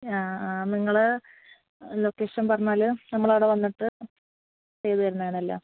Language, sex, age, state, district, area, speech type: Malayalam, female, 30-45, Kerala, Palakkad, urban, conversation